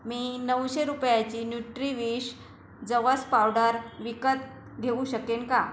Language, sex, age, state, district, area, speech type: Marathi, female, 45-60, Maharashtra, Buldhana, rural, read